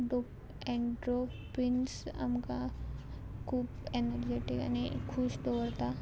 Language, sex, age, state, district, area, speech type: Goan Konkani, female, 18-30, Goa, Murmgao, urban, spontaneous